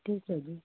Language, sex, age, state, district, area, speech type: Punjabi, female, 30-45, Punjab, Patiala, urban, conversation